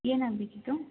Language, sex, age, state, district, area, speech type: Kannada, female, 18-30, Karnataka, Mysore, urban, conversation